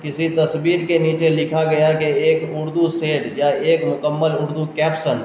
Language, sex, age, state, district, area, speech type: Urdu, male, 18-30, Bihar, Darbhanga, rural, spontaneous